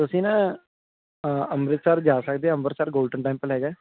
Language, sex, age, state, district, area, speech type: Punjabi, male, 18-30, Punjab, Shaheed Bhagat Singh Nagar, rural, conversation